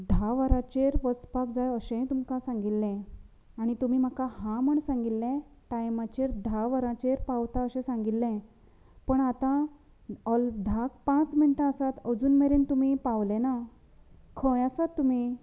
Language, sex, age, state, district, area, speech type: Goan Konkani, female, 30-45, Goa, Canacona, rural, spontaneous